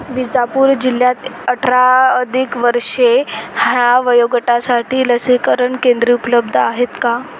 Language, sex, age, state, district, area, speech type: Marathi, female, 30-45, Maharashtra, Wardha, rural, read